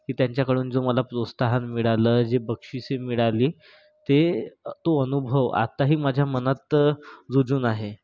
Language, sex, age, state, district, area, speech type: Marathi, male, 30-45, Maharashtra, Nagpur, urban, spontaneous